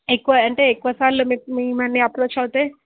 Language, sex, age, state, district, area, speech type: Telugu, female, 18-30, Telangana, Medak, urban, conversation